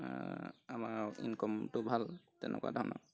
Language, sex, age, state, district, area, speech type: Assamese, male, 18-30, Assam, Golaghat, rural, spontaneous